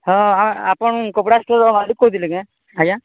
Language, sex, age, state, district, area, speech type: Odia, male, 45-60, Odisha, Nuapada, urban, conversation